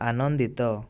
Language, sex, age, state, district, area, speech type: Odia, male, 18-30, Odisha, Kandhamal, rural, read